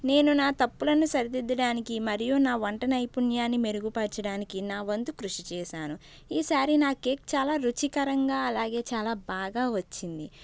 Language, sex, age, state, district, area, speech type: Telugu, female, 45-60, Andhra Pradesh, East Godavari, urban, spontaneous